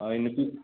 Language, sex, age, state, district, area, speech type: Manipuri, male, 30-45, Manipur, Kangpokpi, urban, conversation